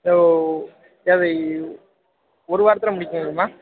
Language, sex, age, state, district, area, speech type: Tamil, male, 18-30, Tamil Nadu, Perambalur, urban, conversation